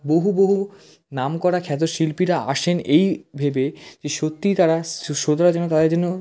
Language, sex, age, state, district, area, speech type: Bengali, male, 18-30, West Bengal, South 24 Parganas, rural, spontaneous